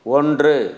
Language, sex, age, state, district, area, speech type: Tamil, male, 60+, Tamil Nadu, Dharmapuri, rural, read